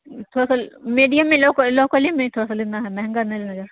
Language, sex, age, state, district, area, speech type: Urdu, female, 18-30, Bihar, Saharsa, rural, conversation